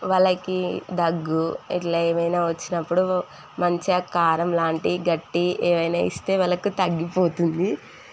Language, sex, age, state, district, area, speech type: Telugu, female, 18-30, Telangana, Sangareddy, urban, spontaneous